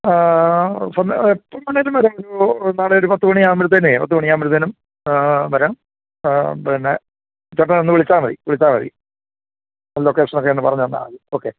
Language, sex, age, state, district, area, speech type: Malayalam, male, 45-60, Kerala, Idukki, rural, conversation